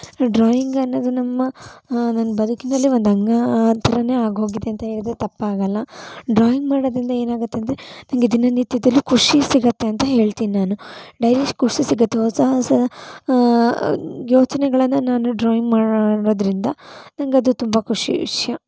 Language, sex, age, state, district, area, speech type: Kannada, female, 18-30, Karnataka, Shimoga, rural, spontaneous